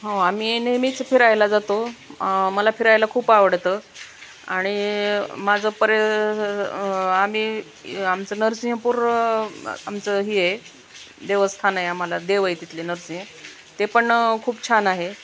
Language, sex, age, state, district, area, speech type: Marathi, female, 45-60, Maharashtra, Osmanabad, rural, spontaneous